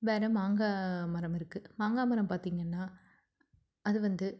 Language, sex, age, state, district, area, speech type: Tamil, female, 30-45, Tamil Nadu, Tiruppur, rural, spontaneous